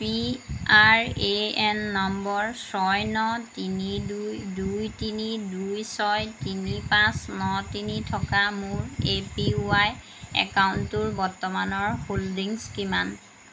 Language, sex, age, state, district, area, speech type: Assamese, female, 30-45, Assam, Jorhat, urban, read